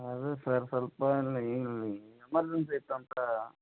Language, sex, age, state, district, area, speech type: Kannada, male, 30-45, Karnataka, Belgaum, rural, conversation